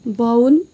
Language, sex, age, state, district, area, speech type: Nepali, female, 18-30, West Bengal, Kalimpong, rural, spontaneous